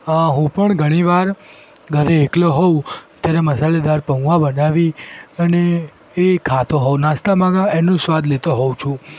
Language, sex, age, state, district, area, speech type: Gujarati, female, 18-30, Gujarat, Ahmedabad, urban, spontaneous